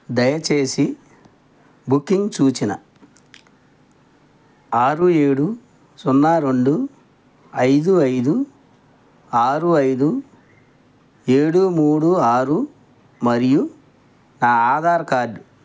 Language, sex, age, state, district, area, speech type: Telugu, male, 60+, Andhra Pradesh, Krishna, rural, read